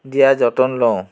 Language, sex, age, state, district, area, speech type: Assamese, male, 60+, Assam, Dhemaji, rural, spontaneous